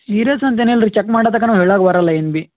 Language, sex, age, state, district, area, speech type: Kannada, male, 18-30, Karnataka, Gulbarga, urban, conversation